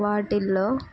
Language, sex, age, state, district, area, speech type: Telugu, female, 18-30, Andhra Pradesh, Guntur, rural, spontaneous